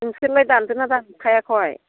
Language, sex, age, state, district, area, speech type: Bodo, female, 60+, Assam, Baksa, rural, conversation